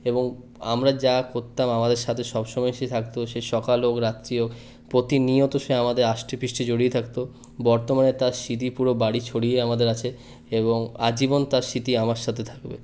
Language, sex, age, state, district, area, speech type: Bengali, male, 30-45, West Bengal, Purulia, urban, spontaneous